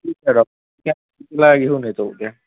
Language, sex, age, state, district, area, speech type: Marathi, male, 18-30, Maharashtra, Akola, urban, conversation